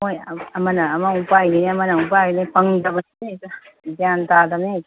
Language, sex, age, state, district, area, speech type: Manipuri, female, 45-60, Manipur, Imphal East, rural, conversation